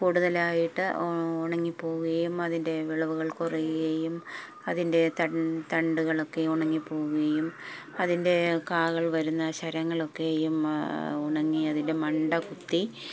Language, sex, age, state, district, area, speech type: Malayalam, female, 45-60, Kerala, Palakkad, rural, spontaneous